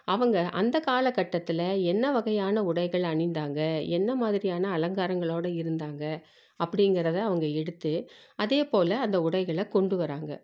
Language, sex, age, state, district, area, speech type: Tamil, female, 45-60, Tamil Nadu, Salem, rural, spontaneous